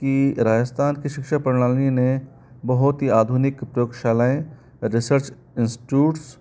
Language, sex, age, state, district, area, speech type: Hindi, male, 18-30, Rajasthan, Jaipur, urban, spontaneous